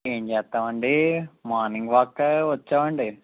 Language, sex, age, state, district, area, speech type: Telugu, male, 18-30, Andhra Pradesh, Guntur, urban, conversation